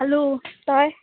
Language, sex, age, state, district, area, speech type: Assamese, female, 18-30, Assam, Charaideo, urban, conversation